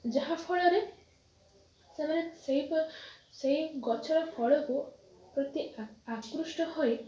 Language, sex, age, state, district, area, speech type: Odia, female, 18-30, Odisha, Balasore, rural, spontaneous